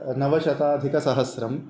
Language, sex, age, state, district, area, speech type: Sanskrit, male, 30-45, Karnataka, Udupi, urban, spontaneous